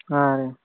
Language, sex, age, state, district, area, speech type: Kannada, male, 18-30, Karnataka, Bagalkot, rural, conversation